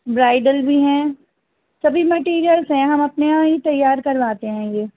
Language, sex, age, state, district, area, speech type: Urdu, female, 30-45, Uttar Pradesh, Rampur, urban, conversation